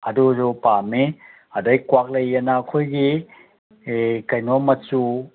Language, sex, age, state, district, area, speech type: Manipuri, male, 45-60, Manipur, Kangpokpi, urban, conversation